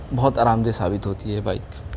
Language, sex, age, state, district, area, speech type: Urdu, male, 18-30, Uttar Pradesh, Siddharthnagar, rural, spontaneous